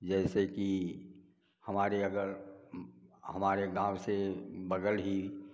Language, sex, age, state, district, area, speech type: Hindi, male, 60+, Uttar Pradesh, Prayagraj, rural, spontaneous